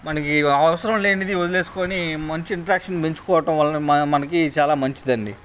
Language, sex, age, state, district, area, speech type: Telugu, male, 30-45, Andhra Pradesh, Bapatla, rural, spontaneous